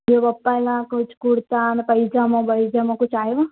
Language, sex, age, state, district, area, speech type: Sindhi, female, 18-30, Gujarat, Surat, urban, conversation